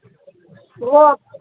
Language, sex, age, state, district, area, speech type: Urdu, female, 18-30, Uttar Pradesh, Gautam Buddha Nagar, rural, conversation